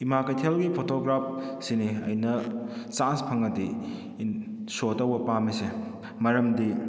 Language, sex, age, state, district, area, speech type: Manipuri, male, 30-45, Manipur, Kakching, rural, spontaneous